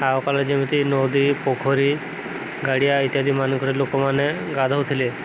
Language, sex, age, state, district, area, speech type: Odia, male, 18-30, Odisha, Subarnapur, urban, spontaneous